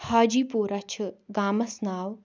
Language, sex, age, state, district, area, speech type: Kashmiri, female, 18-30, Jammu and Kashmir, Kupwara, rural, spontaneous